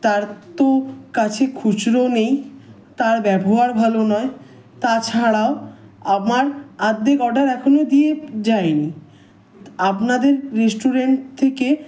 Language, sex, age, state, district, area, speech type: Bengali, male, 18-30, West Bengal, Howrah, urban, spontaneous